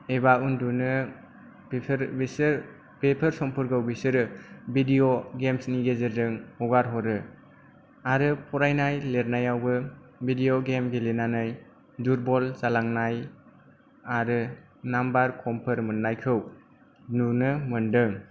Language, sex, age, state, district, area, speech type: Bodo, male, 18-30, Assam, Kokrajhar, rural, spontaneous